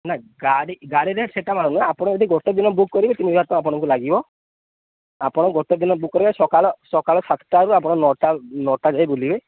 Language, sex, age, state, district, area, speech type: Odia, male, 30-45, Odisha, Sambalpur, rural, conversation